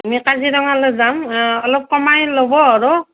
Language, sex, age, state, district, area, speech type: Assamese, female, 45-60, Assam, Morigaon, rural, conversation